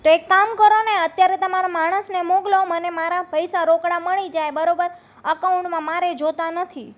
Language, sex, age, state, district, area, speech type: Gujarati, female, 30-45, Gujarat, Rajkot, urban, spontaneous